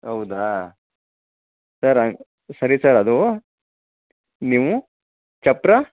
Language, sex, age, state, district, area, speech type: Kannada, male, 30-45, Karnataka, Chamarajanagar, rural, conversation